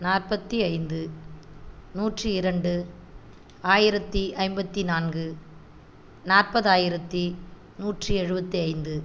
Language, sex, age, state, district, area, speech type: Tamil, female, 45-60, Tamil Nadu, Viluppuram, rural, spontaneous